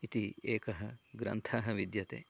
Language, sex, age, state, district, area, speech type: Sanskrit, male, 30-45, Karnataka, Uttara Kannada, rural, spontaneous